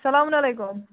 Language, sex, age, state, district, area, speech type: Kashmiri, female, 18-30, Jammu and Kashmir, Baramulla, rural, conversation